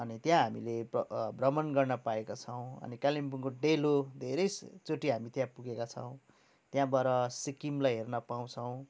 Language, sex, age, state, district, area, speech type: Nepali, male, 30-45, West Bengal, Kalimpong, rural, spontaneous